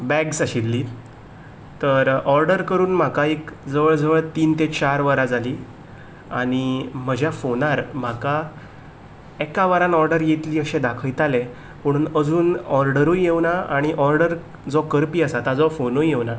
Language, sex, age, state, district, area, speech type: Goan Konkani, male, 18-30, Goa, Ponda, rural, spontaneous